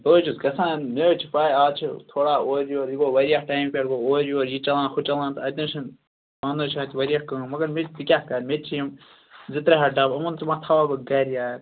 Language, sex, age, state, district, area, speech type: Kashmiri, male, 18-30, Jammu and Kashmir, Ganderbal, rural, conversation